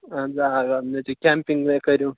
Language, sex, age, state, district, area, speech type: Kashmiri, male, 30-45, Jammu and Kashmir, Bandipora, rural, conversation